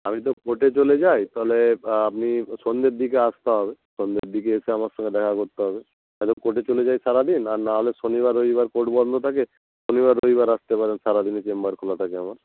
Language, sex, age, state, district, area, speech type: Bengali, male, 30-45, West Bengal, North 24 Parganas, rural, conversation